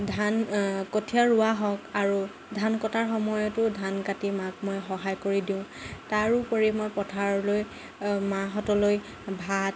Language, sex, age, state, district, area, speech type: Assamese, female, 18-30, Assam, Lakhimpur, rural, spontaneous